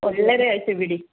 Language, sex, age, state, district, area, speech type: Kannada, female, 60+, Karnataka, Bangalore Rural, rural, conversation